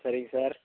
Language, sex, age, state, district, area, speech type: Tamil, male, 18-30, Tamil Nadu, Dharmapuri, rural, conversation